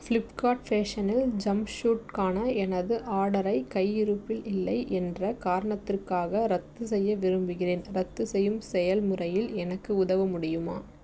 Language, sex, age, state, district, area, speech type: Tamil, female, 18-30, Tamil Nadu, Tiruvallur, rural, read